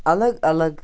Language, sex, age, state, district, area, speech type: Kashmiri, male, 18-30, Jammu and Kashmir, Kupwara, rural, spontaneous